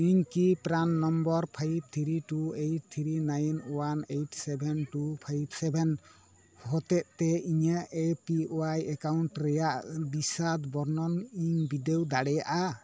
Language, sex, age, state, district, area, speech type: Santali, male, 45-60, West Bengal, Bankura, rural, read